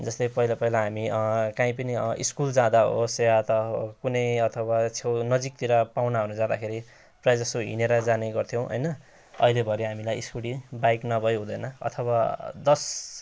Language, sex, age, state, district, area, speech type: Nepali, male, 30-45, West Bengal, Jalpaiguri, rural, spontaneous